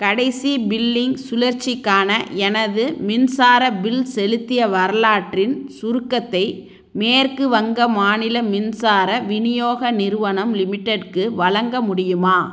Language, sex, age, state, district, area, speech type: Tamil, female, 60+, Tamil Nadu, Tiruchirappalli, rural, read